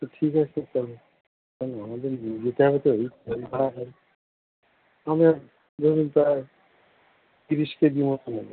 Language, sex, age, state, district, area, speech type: Bengali, male, 60+, West Bengal, Howrah, urban, conversation